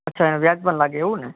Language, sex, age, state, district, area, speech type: Gujarati, male, 18-30, Gujarat, Kutch, urban, conversation